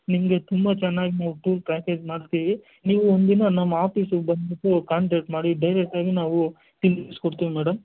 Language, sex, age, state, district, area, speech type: Kannada, male, 60+, Karnataka, Kolar, rural, conversation